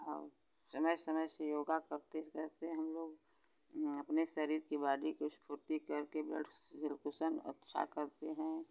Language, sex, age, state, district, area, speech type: Hindi, female, 60+, Uttar Pradesh, Chandauli, rural, spontaneous